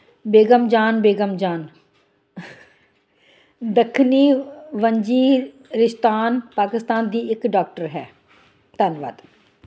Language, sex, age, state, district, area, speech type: Punjabi, female, 60+, Punjab, Ludhiana, rural, read